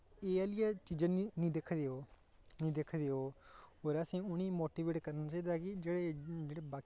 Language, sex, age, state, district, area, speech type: Dogri, male, 18-30, Jammu and Kashmir, Reasi, rural, spontaneous